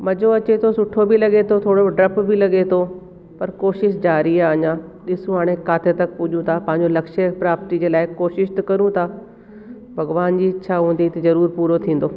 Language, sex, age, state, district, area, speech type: Sindhi, female, 45-60, Delhi, South Delhi, urban, spontaneous